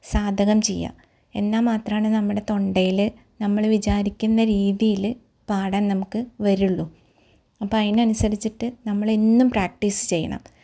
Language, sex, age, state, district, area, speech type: Malayalam, female, 45-60, Kerala, Ernakulam, rural, spontaneous